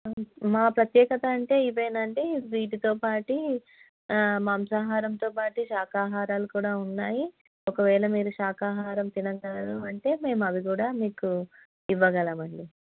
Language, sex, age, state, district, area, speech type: Telugu, female, 30-45, Andhra Pradesh, Anantapur, urban, conversation